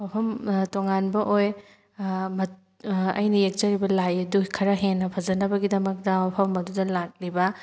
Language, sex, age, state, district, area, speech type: Manipuri, female, 18-30, Manipur, Thoubal, rural, spontaneous